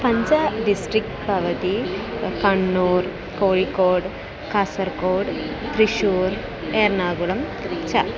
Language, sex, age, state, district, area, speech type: Sanskrit, female, 18-30, Kerala, Kozhikode, rural, spontaneous